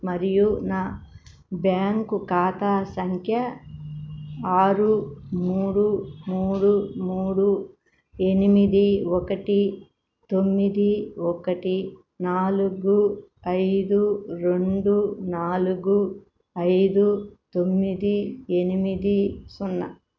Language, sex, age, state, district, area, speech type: Telugu, female, 60+, Andhra Pradesh, Krishna, urban, read